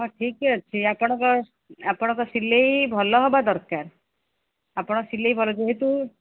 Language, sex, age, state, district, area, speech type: Odia, female, 45-60, Odisha, Cuttack, urban, conversation